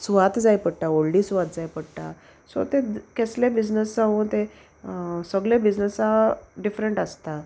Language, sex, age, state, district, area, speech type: Goan Konkani, female, 30-45, Goa, Salcete, rural, spontaneous